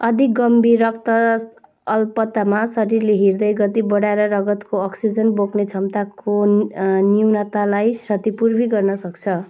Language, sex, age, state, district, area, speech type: Nepali, female, 30-45, West Bengal, Jalpaiguri, rural, read